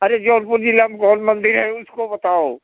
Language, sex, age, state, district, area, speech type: Hindi, male, 60+, Uttar Pradesh, Jaunpur, urban, conversation